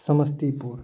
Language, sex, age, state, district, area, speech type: Maithili, male, 18-30, Bihar, Sitamarhi, rural, spontaneous